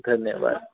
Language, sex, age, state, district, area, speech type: Hindi, male, 60+, Rajasthan, Jaipur, urban, conversation